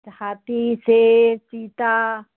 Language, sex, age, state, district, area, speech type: Hindi, female, 60+, Madhya Pradesh, Gwalior, rural, conversation